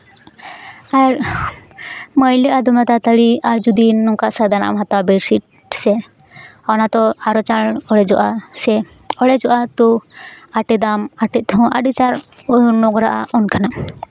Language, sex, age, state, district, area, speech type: Santali, female, 18-30, West Bengal, Jhargram, rural, spontaneous